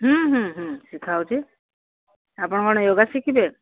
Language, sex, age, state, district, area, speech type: Odia, female, 60+, Odisha, Gajapati, rural, conversation